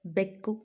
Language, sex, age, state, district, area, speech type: Kannada, female, 18-30, Karnataka, Chitradurga, rural, read